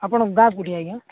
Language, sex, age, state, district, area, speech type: Odia, male, 45-60, Odisha, Nabarangpur, rural, conversation